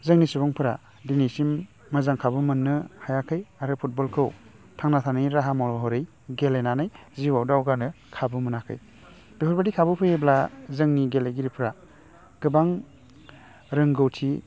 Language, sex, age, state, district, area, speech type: Bodo, male, 30-45, Assam, Baksa, urban, spontaneous